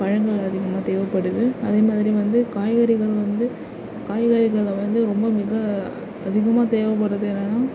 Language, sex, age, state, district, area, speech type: Tamil, female, 18-30, Tamil Nadu, Nagapattinam, rural, spontaneous